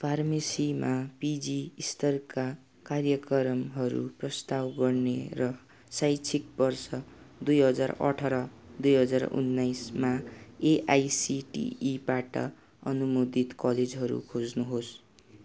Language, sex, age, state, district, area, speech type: Nepali, male, 18-30, West Bengal, Darjeeling, rural, read